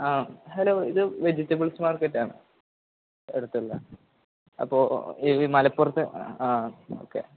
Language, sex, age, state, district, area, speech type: Malayalam, male, 18-30, Kerala, Malappuram, rural, conversation